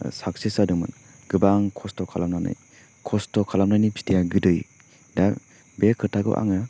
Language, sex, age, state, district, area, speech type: Bodo, male, 30-45, Assam, Chirang, rural, spontaneous